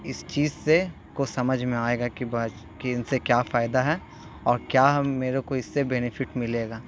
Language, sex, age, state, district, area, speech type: Urdu, male, 18-30, Bihar, Gaya, urban, spontaneous